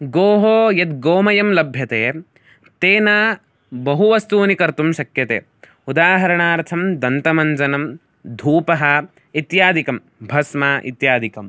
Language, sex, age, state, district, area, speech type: Sanskrit, male, 18-30, Karnataka, Davanagere, rural, spontaneous